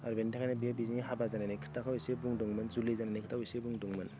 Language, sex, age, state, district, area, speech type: Bodo, male, 30-45, Assam, Goalpara, rural, spontaneous